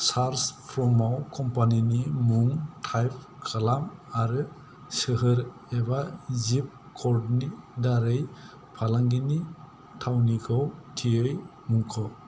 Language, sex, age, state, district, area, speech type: Bodo, male, 45-60, Assam, Kokrajhar, rural, read